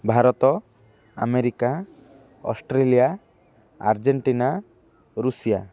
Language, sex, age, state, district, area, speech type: Odia, male, 18-30, Odisha, Kendrapara, urban, spontaneous